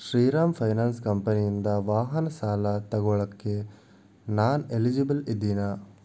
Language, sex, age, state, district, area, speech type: Kannada, male, 18-30, Karnataka, Tumkur, urban, read